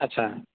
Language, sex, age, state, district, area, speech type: Odia, male, 45-60, Odisha, Sambalpur, rural, conversation